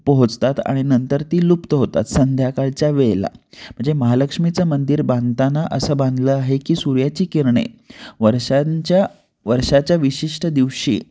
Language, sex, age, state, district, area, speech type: Marathi, male, 30-45, Maharashtra, Kolhapur, urban, spontaneous